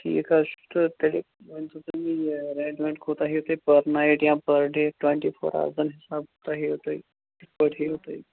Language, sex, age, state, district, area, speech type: Kashmiri, female, 30-45, Jammu and Kashmir, Kulgam, rural, conversation